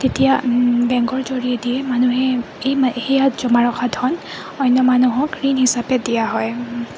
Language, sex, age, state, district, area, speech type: Assamese, female, 30-45, Assam, Goalpara, urban, spontaneous